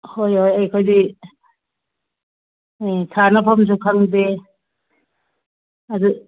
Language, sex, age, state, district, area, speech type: Manipuri, female, 60+, Manipur, Churachandpur, urban, conversation